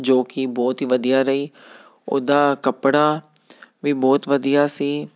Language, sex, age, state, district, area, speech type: Punjabi, male, 30-45, Punjab, Tarn Taran, urban, spontaneous